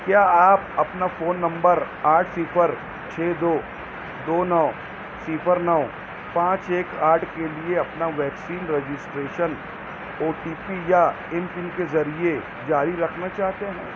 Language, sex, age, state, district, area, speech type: Urdu, male, 30-45, Maharashtra, Nashik, urban, read